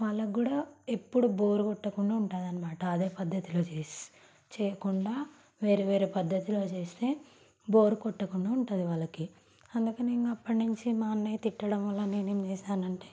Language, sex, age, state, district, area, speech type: Telugu, female, 18-30, Telangana, Nalgonda, rural, spontaneous